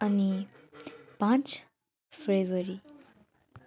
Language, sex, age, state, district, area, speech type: Nepali, female, 30-45, West Bengal, Darjeeling, rural, spontaneous